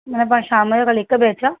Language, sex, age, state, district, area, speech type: Sindhi, female, 30-45, Maharashtra, Thane, urban, conversation